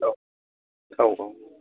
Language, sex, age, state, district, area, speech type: Bodo, male, 18-30, Assam, Chirang, rural, conversation